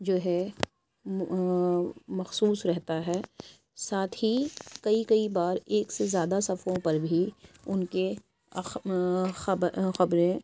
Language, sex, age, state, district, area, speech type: Urdu, female, 18-30, Uttar Pradesh, Lucknow, rural, spontaneous